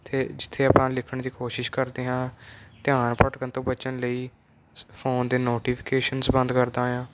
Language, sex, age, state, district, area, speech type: Punjabi, male, 18-30, Punjab, Moga, rural, spontaneous